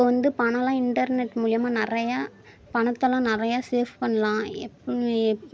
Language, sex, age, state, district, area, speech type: Tamil, female, 18-30, Tamil Nadu, Thanjavur, rural, spontaneous